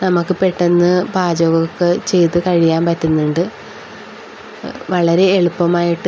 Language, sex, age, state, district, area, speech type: Malayalam, female, 45-60, Kerala, Wayanad, rural, spontaneous